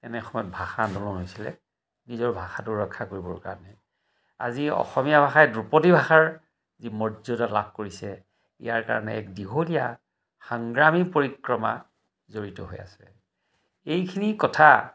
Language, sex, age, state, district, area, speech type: Assamese, male, 60+, Assam, Majuli, urban, spontaneous